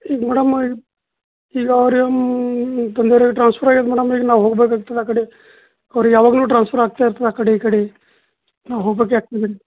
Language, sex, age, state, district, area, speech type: Kannada, male, 30-45, Karnataka, Bidar, rural, conversation